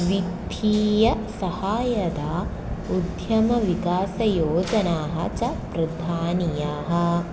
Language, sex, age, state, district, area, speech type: Sanskrit, female, 18-30, Kerala, Thrissur, urban, spontaneous